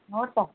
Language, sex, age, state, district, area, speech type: Nepali, female, 45-60, West Bengal, Kalimpong, rural, conversation